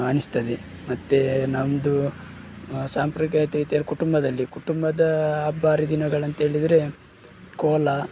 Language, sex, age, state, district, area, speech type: Kannada, male, 30-45, Karnataka, Udupi, rural, spontaneous